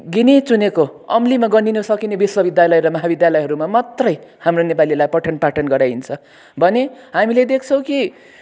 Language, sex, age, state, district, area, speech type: Nepali, male, 18-30, West Bengal, Kalimpong, rural, spontaneous